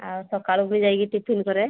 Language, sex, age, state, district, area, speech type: Odia, female, 45-60, Odisha, Angul, rural, conversation